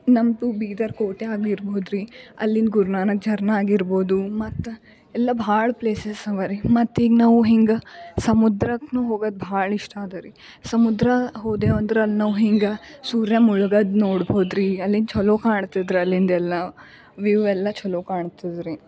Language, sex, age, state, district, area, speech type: Kannada, female, 18-30, Karnataka, Gulbarga, urban, spontaneous